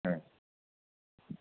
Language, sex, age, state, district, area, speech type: Odia, male, 45-60, Odisha, Sundergarh, rural, conversation